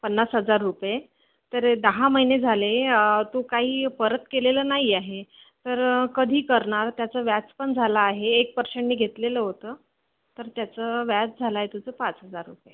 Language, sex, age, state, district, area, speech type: Marathi, female, 30-45, Maharashtra, Thane, urban, conversation